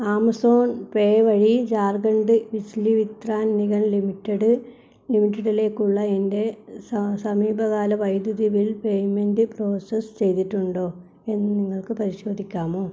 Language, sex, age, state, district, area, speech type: Malayalam, female, 60+, Kerala, Wayanad, rural, read